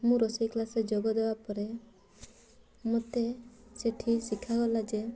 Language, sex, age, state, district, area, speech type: Odia, female, 18-30, Odisha, Mayurbhanj, rural, spontaneous